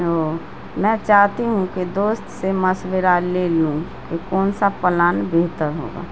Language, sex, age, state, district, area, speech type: Urdu, female, 30-45, Bihar, Madhubani, rural, spontaneous